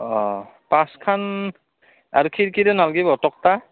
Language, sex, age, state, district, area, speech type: Assamese, male, 30-45, Assam, Udalguri, rural, conversation